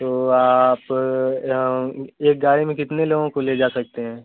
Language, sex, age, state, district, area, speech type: Hindi, male, 30-45, Uttar Pradesh, Mau, rural, conversation